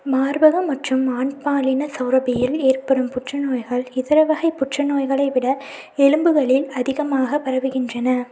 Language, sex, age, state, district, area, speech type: Tamil, female, 45-60, Tamil Nadu, Madurai, urban, read